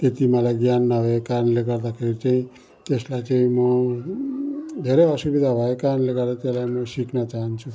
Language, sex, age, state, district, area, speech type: Nepali, male, 60+, West Bengal, Kalimpong, rural, spontaneous